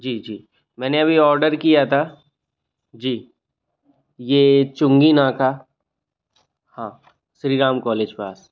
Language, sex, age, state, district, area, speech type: Hindi, male, 18-30, Madhya Pradesh, Jabalpur, urban, spontaneous